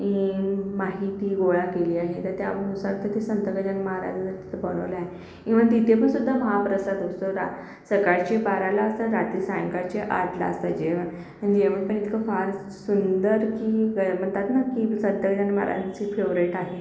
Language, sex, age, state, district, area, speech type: Marathi, female, 30-45, Maharashtra, Akola, urban, spontaneous